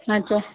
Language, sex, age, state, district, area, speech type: Marathi, female, 30-45, Maharashtra, Yavatmal, rural, conversation